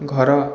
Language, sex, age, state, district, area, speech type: Odia, male, 30-45, Odisha, Puri, urban, read